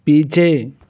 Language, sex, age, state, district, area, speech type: Hindi, male, 18-30, Rajasthan, Jaipur, urban, read